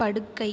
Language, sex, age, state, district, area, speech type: Tamil, female, 18-30, Tamil Nadu, Viluppuram, urban, read